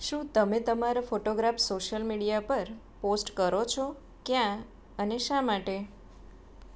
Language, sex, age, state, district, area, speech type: Gujarati, female, 30-45, Gujarat, Anand, urban, spontaneous